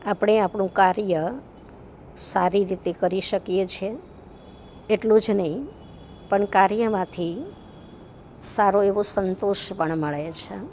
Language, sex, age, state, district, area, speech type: Gujarati, female, 45-60, Gujarat, Amreli, urban, spontaneous